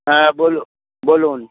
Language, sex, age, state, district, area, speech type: Bengali, male, 60+, West Bengal, Hooghly, rural, conversation